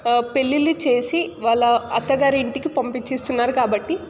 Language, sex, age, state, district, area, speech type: Telugu, female, 18-30, Telangana, Nalgonda, urban, spontaneous